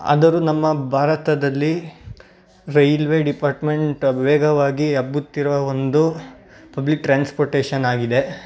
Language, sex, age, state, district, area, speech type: Kannada, male, 18-30, Karnataka, Bangalore Rural, urban, spontaneous